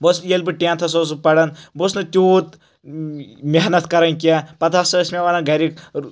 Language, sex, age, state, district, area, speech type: Kashmiri, male, 18-30, Jammu and Kashmir, Anantnag, rural, spontaneous